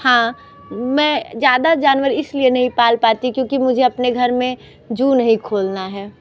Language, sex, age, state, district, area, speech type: Hindi, female, 45-60, Uttar Pradesh, Sonbhadra, rural, spontaneous